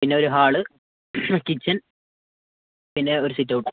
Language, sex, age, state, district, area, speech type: Malayalam, female, 30-45, Kerala, Kozhikode, urban, conversation